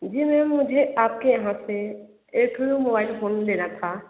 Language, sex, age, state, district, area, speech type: Hindi, female, 45-60, Uttar Pradesh, Sonbhadra, rural, conversation